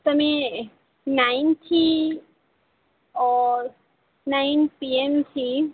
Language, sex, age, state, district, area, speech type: Gujarati, female, 18-30, Gujarat, Valsad, rural, conversation